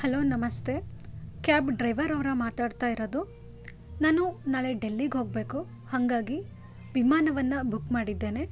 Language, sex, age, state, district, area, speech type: Kannada, female, 18-30, Karnataka, Chitradurga, rural, spontaneous